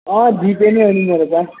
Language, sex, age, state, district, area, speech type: Nepali, male, 18-30, West Bengal, Alipurduar, urban, conversation